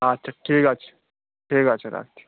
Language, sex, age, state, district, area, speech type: Bengali, male, 18-30, West Bengal, Howrah, urban, conversation